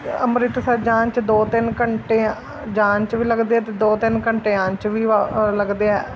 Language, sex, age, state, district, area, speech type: Punjabi, female, 30-45, Punjab, Mansa, urban, spontaneous